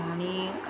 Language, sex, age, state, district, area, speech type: Marathi, female, 30-45, Maharashtra, Ratnagiri, rural, spontaneous